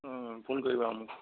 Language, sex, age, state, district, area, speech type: Assamese, male, 18-30, Assam, Jorhat, urban, conversation